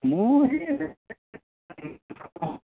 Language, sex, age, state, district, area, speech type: Assamese, male, 18-30, Assam, Lakhimpur, rural, conversation